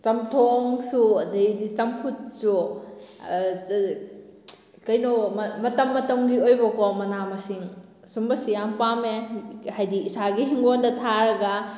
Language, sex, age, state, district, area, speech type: Manipuri, female, 18-30, Manipur, Kakching, rural, spontaneous